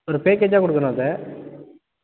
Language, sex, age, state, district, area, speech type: Tamil, male, 18-30, Tamil Nadu, Nagapattinam, urban, conversation